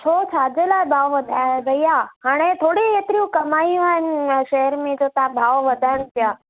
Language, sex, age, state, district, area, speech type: Sindhi, female, 30-45, Gujarat, Kutch, urban, conversation